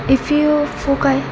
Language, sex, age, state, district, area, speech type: Marathi, female, 18-30, Maharashtra, Satara, urban, spontaneous